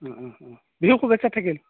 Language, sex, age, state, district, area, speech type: Assamese, male, 45-60, Assam, Darrang, rural, conversation